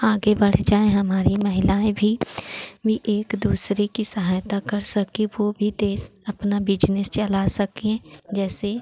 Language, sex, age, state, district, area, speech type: Hindi, female, 30-45, Uttar Pradesh, Pratapgarh, rural, spontaneous